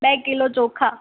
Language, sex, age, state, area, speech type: Gujarati, female, 18-30, Gujarat, urban, conversation